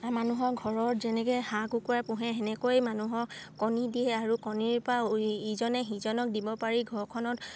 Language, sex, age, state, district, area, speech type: Assamese, female, 45-60, Assam, Dibrugarh, rural, spontaneous